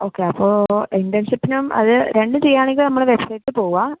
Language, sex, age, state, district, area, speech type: Malayalam, female, 18-30, Kerala, Palakkad, rural, conversation